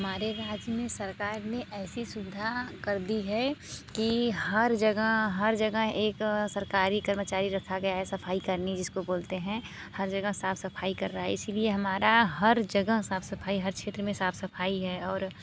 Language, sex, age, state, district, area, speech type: Hindi, female, 45-60, Uttar Pradesh, Mirzapur, urban, spontaneous